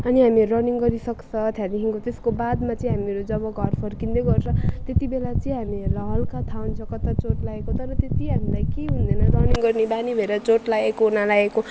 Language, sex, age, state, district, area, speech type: Nepali, female, 30-45, West Bengal, Alipurduar, urban, spontaneous